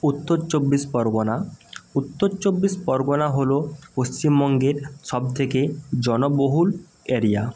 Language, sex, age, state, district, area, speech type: Bengali, male, 30-45, West Bengal, North 24 Parganas, rural, spontaneous